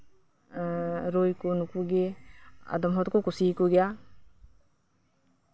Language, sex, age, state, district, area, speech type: Santali, female, 18-30, West Bengal, Birbhum, rural, spontaneous